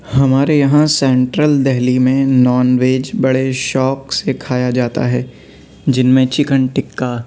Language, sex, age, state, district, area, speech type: Urdu, male, 18-30, Delhi, Central Delhi, urban, spontaneous